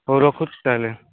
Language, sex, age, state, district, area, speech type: Odia, male, 18-30, Odisha, Nabarangpur, urban, conversation